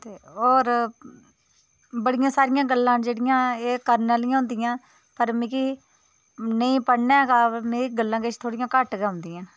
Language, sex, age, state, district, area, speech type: Dogri, female, 30-45, Jammu and Kashmir, Udhampur, rural, spontaneous